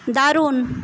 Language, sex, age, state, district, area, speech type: Bengali, female, 18-30, West Bengal, Paschim Medinipur, rural, read